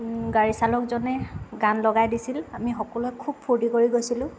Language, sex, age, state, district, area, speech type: Assamese, female, 30-45, Assam, Lakhimpur, rural, spontaneous